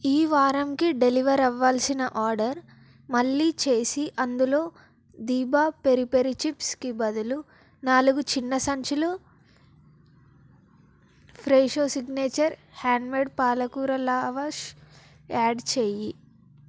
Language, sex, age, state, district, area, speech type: Telugu, female, 18-30, Telangana, Peddapalli, rural, read